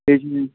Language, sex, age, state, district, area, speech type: Kashmiri, male, 18-30, Jammu and Kashmir, Baramulla, rural, conversation